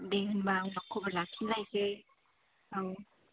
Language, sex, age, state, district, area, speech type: Bodo, female, 18-30, Assam, Kokrajhar, rural, conversation